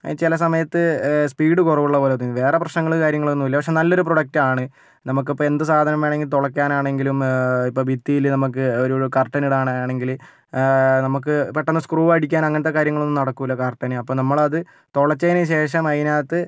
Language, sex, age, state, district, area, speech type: Malayalam, male, 45-60, Kerala, Kozhikode, urban, spontaneous